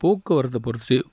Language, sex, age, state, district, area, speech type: Tamil, male, 60+, Tamil Nadu, Tiruvannamalai, rural, spontaneous